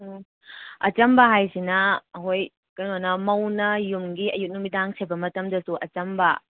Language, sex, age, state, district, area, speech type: Manipuri, female, 18-30, Manipur, Kakching, rural, conversation